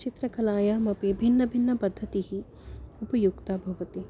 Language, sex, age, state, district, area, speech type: Sanskrit, female, 30-45, Maharashtra, Nagpur, urban, spontaneous